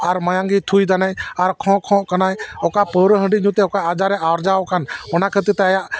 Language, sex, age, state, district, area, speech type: Santali, male, 45-60, West Bengal, Dakshin Dinajpur, rural, spontaneous